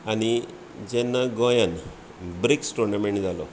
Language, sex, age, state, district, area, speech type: Goan Konkani, male, 45-60, Goa, Bardez, rural, spontaneous